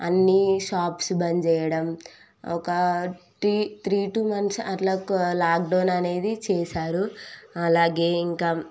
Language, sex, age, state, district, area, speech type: Telugu, female, 18-30, Telangana, Sangareddy, urban, spontaneous